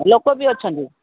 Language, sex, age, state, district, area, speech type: Odia, female, 45-60, Odisha, Koraput, urban, conversation